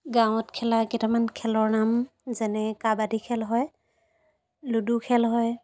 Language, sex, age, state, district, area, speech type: Assamese, female, 18-30, Assam, Sivasagar, rural, spontaneous